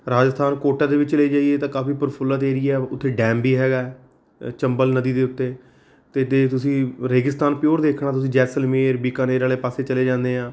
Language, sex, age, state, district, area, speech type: Punjabi, male, 30-45, Punjab, Rupnagar, urban, spontaneous